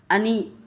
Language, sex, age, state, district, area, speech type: Manipuri, female, 30-45, Manipur, Imphal West, rural, read